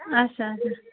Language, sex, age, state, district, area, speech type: Kashmiri, female, 18-30, Jammu and Kashmir, Bandipora, rural, conversation